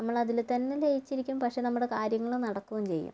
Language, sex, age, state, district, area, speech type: Malayalam, female, 30-45, Kerala, Kannur, rural, spontaneous